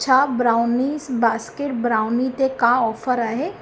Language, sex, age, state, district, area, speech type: Sindhi, female, 18-30, Gujarat, Surat, urban, read